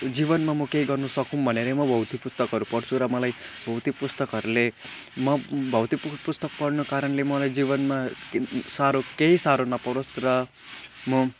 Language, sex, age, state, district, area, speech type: Nepali, male, 18-30, West Bengal, Jalpaiguri, rural, spontaneous